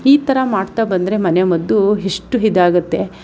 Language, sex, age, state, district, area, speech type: Kannada, female, 30-45, Karnataka, Mandya, rural, spontaneous